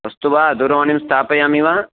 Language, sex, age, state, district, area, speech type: Sanskrit, male, 45-60, Karnataka, Uttara Kannada, urban, conversation